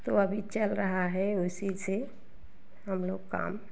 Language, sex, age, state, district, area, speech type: Hindi, female, 30-45, Uttar Pradesh, Jaunpur, rural, spontaneous